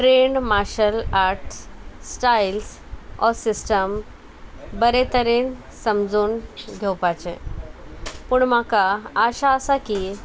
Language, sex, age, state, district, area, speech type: Goan Konkani, female, 18-30, Goa, Salcete, rural, spontaneous